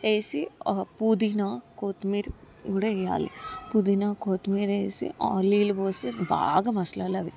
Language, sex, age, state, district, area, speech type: Telugu, female, 18-30, Telangana, Hyderabad, urban, spontaneous